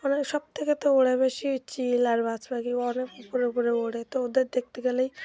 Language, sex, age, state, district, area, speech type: Bengali, female, 30-45, West Bengal, Dakshin Dinajpur, urban, spontaneous